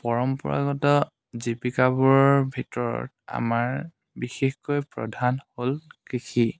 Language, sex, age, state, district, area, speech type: Assamese, male, 18-30, Assam, Charaideo, rural, spontaneous